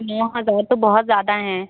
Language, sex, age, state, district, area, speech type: Hindi, female, 30-45, Uttar Pradesh, Sitapur, rural, conversation